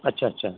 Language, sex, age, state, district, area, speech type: Marathi, male, 45-60, Maharashtra, Akola, rural, conversation